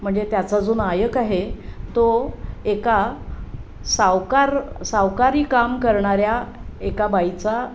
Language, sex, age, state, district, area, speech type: Marathi, female, 60+, Maharashtra, Sangli, urban, spontaneous